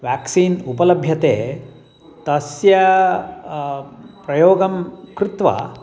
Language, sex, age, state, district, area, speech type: Sanskrit, male, 60+, Karnataka, Mysore, urban, spontaneous